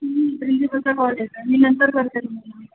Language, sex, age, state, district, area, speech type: Marathi, female, 18-30, Maharashtra, Mumbai Suburban, urban, conversation